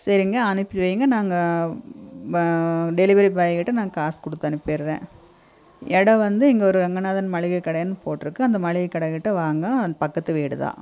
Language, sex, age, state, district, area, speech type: Tamil, female, 45-60, Tamil Nadu, Coimbatore, urban, spontaneous